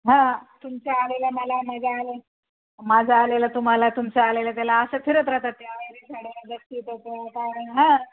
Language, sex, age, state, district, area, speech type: Marathi, female, 45-60, Maharashtra, Nanded, rural, conversation